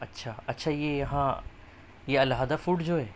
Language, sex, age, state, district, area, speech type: Urdu, male, 30-45, Delhi, Central Delhi, urban, spontaneous